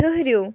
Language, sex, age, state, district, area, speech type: Kashmiri, female, 18-30, Jammu and Kashmir, Anantnag, rural, read